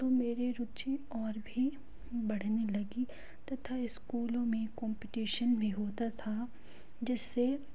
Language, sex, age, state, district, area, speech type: Hindi, female, 18-30, Madhya Pradesh, Katni, urban, spontaneous